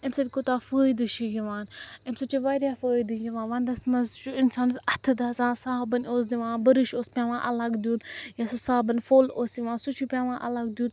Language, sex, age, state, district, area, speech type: Kashmiri, female, 45-60, Jammu and Kashmir, Srinagar, urban, spontaneous